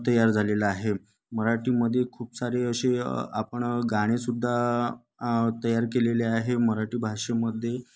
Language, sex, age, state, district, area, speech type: Marathi, male, 30-45, Maharashtra, Nagpur, urban, spontaneous